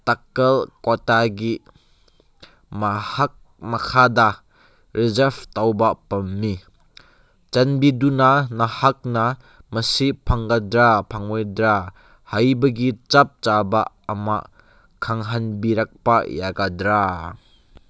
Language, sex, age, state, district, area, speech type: Manipuri, male, 18-30, Manipur, Kangpokpi, urban, read